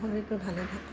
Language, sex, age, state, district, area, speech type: Assamese, female, 45-60, Assam, Udalguri, rural, spontaneous